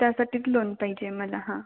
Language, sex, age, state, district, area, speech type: Marathi, female, 18-30, Maharashtra, Kolhapur, urban, conversation